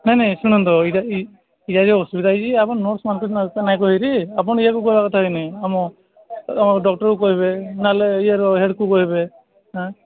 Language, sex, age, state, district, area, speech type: Odia, male, 30-45, Odisha, Sambalpur, rural, conversation